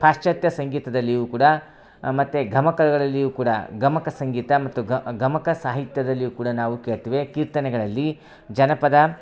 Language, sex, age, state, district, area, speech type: Kannada, male, 30-45, Karnataka, Vijayapura, rural, spontaneous